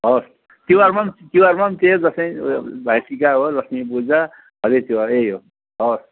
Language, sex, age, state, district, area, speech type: Nepali, male, 60+, West Bengal, Kalimpong, rural, conversation